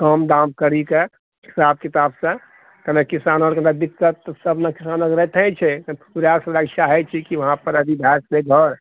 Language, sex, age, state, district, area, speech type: Maithili, male, 60+, Bihar, Purnia, rural, conversation